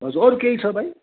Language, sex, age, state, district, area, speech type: Nepali, male, 45-60, West Bengal, Darjeeling, rural, conversation